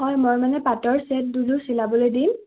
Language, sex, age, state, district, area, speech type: Assamese, female, 18-30, Assam, Nagaon, rural, conversation